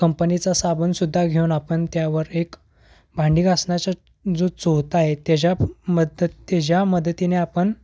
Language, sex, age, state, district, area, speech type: Marathi, male, 18-30, Maharashtra, Kolhapur, urban, spontaneous